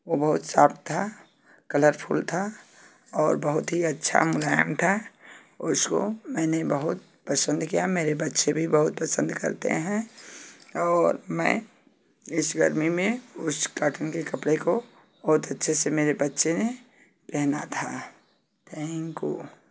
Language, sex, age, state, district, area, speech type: Hindi, female, 45-60, Uttar Pradesh, Ghazipur, rural, spontaneous